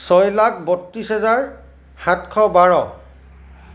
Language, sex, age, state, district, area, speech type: Assamese, male, 45-60, Assam, Charaideo, urban, spontaneous